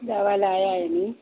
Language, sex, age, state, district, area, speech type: Gujarati, female, 60+, Gujarat, Kheda, rural, conversation